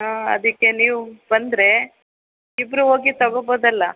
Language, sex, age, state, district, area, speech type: Kannada, female, 45-60, Karnataka, Chitradurga, urban, conversation